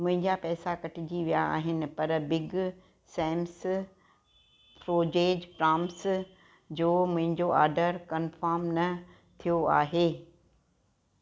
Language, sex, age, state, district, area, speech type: Sindhi, female, 60+, Gujarat, Kutch, rural, read